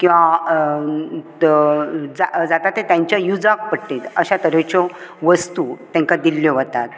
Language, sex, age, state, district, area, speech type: Goan Konkani, female, 60+, Goa, Bardez, urban, spontaneous